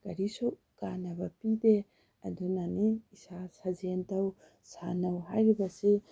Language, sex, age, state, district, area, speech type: Manipuri, female, 30-45, Manipur, Tengnoupal, rural, spontaneous